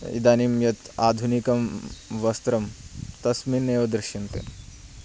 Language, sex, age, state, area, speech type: Sanskrit, male, 18-30, Haryana, rural, spontaneous